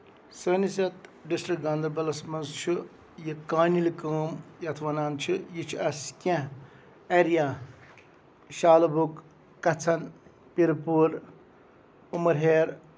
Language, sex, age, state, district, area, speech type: Kashmiri, male, 45-60, Jammu and Kashmir, Ganderbal, rural, spontaneous